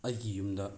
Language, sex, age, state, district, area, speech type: Manipuri, male, 30-45, Manipur, Bishnupur, rural, spontaneous